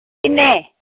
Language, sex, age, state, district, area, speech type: Dogri, female, 60+, Jammu and Kashmir, Samba, urban, conversation